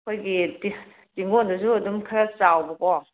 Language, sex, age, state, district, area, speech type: Manipuri, female, 60+, Manipur, Kangpokpi, urban, conversation